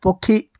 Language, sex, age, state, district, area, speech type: Odia, male, 30-45, Odisha, Rayagada, rural, read